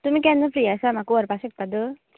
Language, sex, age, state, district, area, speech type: Goan Konkani, female, 18-30, Goa, Canacona, rural, conversation